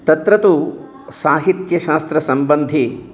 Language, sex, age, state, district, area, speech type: Sanskrit, male, 60+, Telangana, Jagtial, urban, spontaneous